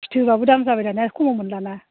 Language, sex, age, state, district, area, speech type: Bodo, female, 30-45, Assam, Baksa, rural, conversation